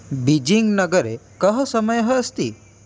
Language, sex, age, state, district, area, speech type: Sanskrit, male, 18-30, Odisha, Puri, urban, read